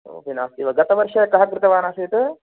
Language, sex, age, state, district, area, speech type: Sanskrit, male, 30-45, Telangana, Nizamabad, urban, conversation